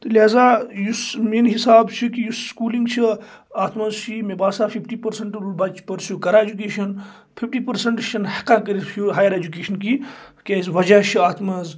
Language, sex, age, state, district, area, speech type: Kashmiri, male, 30-45, Jammu and Kashmir, Kupwara, rural, spontaneous